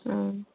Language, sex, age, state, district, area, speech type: Assamese, female, 45-60, Assam, Dibrugarh, rural, conversation